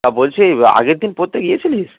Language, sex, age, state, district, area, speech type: Bengali, male, 45-60, West Bengal, Dakshin Dinajpur, rural, conversation